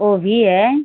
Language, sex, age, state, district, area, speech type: Hindi, female, 30-45, Uttar Pradesh, Azamgarh, rural, conversation